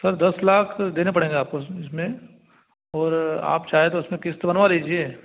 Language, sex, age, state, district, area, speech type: Hindi, male, 30-45, Madhya Pradesh, Ujjain, rural, conversation